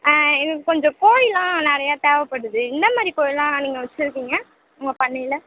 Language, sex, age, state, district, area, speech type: Tamil, female, 18-30, Tamil Nadu, Tiruvannamalai, rural, conversation